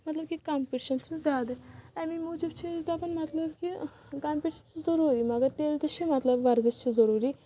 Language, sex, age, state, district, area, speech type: Kashmiri, female, 30-45, Jammu and Kashmir, Kulgam, rural, spontaneous